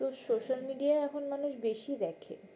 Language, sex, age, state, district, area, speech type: Bengali, female, 18-30, West Bengal, Uttar Dinajpur, urban, spontaneous